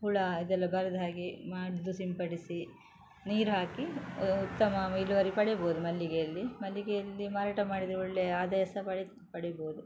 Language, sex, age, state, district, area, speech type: Kannada, female, 30-45, Karnataka, Udupi, rural, spontaneous